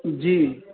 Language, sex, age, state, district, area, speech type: Sindhi, male, 60+, Uttar Pradesh, Lucknow, urban, conversation